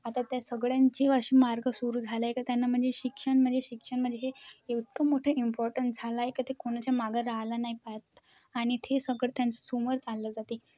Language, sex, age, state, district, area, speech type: Marathi, female, 18-30, Maharashtra, Wardha, rural, spontaneous